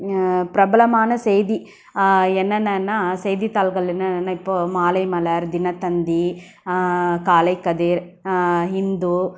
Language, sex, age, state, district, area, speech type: Tamil, female, 30-45, Tamil Nadu, Krishnagiri, rural, spontaneous